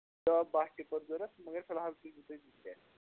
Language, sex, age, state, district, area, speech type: Kashmiri, male, 30-45, Jammu and Kashmir, Shopian, rural, conversation